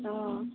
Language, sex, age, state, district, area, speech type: Assamese, female, 30-45, Assam, Nagaon, rural, conversation